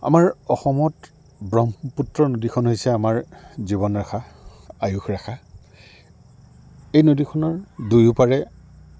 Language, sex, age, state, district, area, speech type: Assamese, male, 45-60, Assam, Goalpara, urban, spontaneous